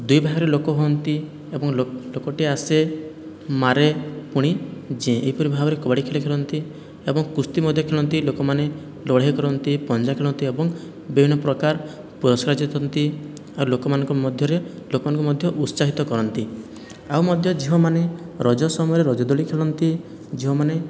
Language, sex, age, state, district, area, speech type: Odia, male, 18-30, Odisha, Boudh, rural, spontaneous